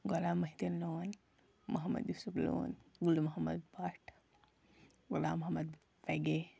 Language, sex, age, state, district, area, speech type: Kashmiri, female, 18-30, Jammu and Kashmir, Kulgam, rural, spontaneous